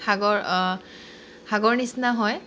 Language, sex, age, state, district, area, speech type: Assamese, female, 18-30, Assam, Charaideo, urban, spontaneous